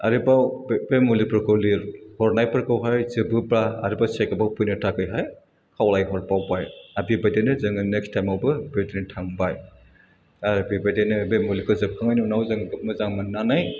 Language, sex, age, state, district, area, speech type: Bodo, male, 60+, Assam, Chirang, urban, spontaneous